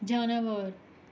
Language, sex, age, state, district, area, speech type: Kashmiri, female, 45-60, Jammu and Kashmir, Srinagar, rural, read